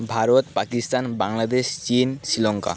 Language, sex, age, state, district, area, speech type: Bengali, male, 30-45, West Bengal, Nadia, rural, spontaneous